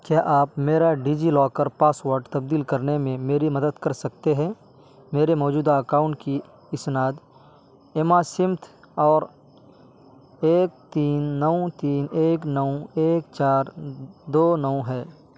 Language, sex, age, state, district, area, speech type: Urdu, male, 18-30, Uttar Pradesh, Saharanpur, urban, read